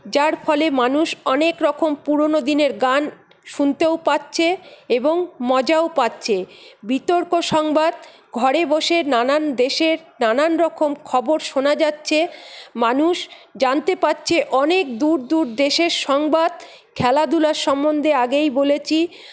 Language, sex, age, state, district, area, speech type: Bengali, female, 45-60, West Bengal, Paschim Bardhaman, urban, spontaneous